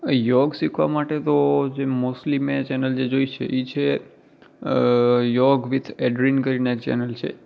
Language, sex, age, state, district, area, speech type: Gujarati, male, 18-30, Gujarat, Kutch, rural, spontaneous